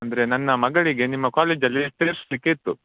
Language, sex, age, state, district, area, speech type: Kannada, male, 18-30, Karnataka, Shimoga, rural, conversation